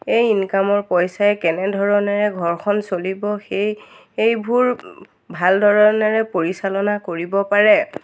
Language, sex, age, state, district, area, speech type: Assamese, female, 30-45, Assam, Biswanath, rural, spontaneous